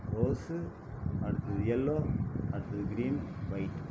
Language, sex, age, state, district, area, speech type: Tamil, male, 60+, Tamil Nadu, Viluppuram, rural, spontaneous